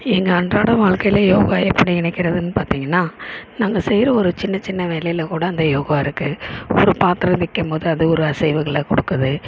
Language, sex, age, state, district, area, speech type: Tamil, female, 30-45, Tamil Nadu, Chennai, urban, spontaneous